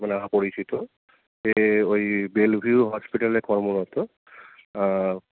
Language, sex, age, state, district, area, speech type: Bengali, male, 30-45, West Bengal, Kolkata, urban, conversation